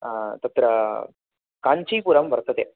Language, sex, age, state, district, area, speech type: Sanskrit, male, 30-45, Telangana, Nizamabad, urban, conversation